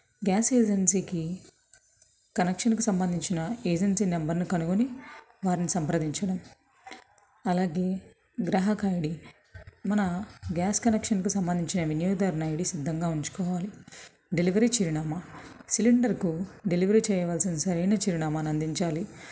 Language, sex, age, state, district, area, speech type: Telugu, female, 30-45, Andhra Pradesh, Krishna, urban, spontaneous